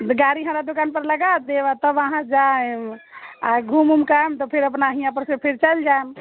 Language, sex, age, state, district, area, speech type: Maithili, female, 30-45, Bihar, Muzaffarpur, rural, conversation